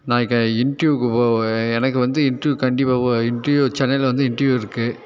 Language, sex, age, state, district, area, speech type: Tamil, male, 30-45, Tamil Nadu, Tiruppur, rural, spontaneous